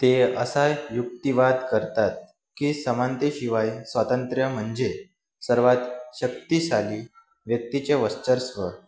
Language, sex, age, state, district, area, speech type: Marathi, male, 18-30, Maharashtra, Wardha, urban, read